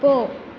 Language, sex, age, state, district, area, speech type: Tamil, female, 18-30, Tamil Nadu, Thanjavur, urban, read